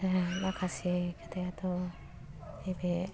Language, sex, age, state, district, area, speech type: Bodo, female, 45-60, Assam, Kokrajhar, rural, spontaneous